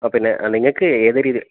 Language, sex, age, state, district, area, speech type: Malayalam, male, 30-45, Kerala, Kollam, rural, conversation